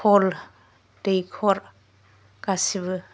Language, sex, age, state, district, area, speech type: Bodo, male, 60+, Assam, Kokrajhar, urban, spontaneous